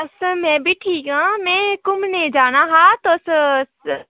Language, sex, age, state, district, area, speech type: Dogri, female, 18-30, Jammu and Kashmir, Udhampur, rural, conversation